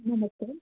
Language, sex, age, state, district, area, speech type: Odia, female, 60+, Odisha, Gajapati, rural, conversation